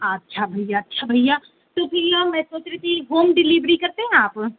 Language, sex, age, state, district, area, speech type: Hindi, female, 18-30, Uttar Pradesh, Pratapgarh, rural, conversation